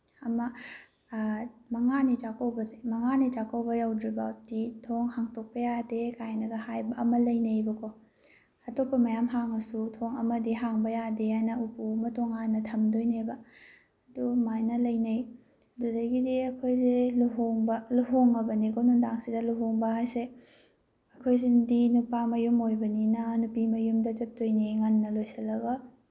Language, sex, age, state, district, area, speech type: Manipuri, female, 18-30, Manipur, Bishnupur, rural, spontaneous